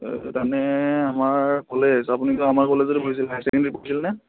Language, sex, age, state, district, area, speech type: Assamese, male, 18-30, Assam, Udalguri, rural, conversation